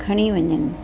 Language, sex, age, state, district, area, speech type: Sindhi, female, 60+, Uttar Pradesh, Lucknow, rural, spontaneous